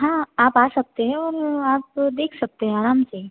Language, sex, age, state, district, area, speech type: Hindi, female, 18-30, Madhya Pradesh, Betul, rural, conversation